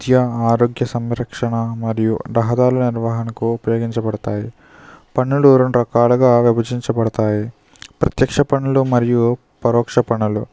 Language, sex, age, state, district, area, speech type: Telugu, male, 30-45, Andhra Pradesh, Eluru, rural, spontaneous